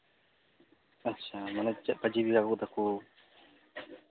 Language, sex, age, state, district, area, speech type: Santali, male, 18-30, West Bengal, Malda, rural, conversation